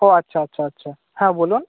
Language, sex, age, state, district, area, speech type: Bengali, male, 18-30, West Bengal, Purba Medinipur, rural, conversation